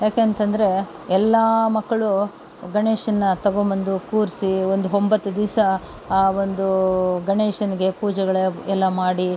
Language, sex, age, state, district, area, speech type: Kannada, female, 45-60, Karnataka, Kolar, rural, spontaneous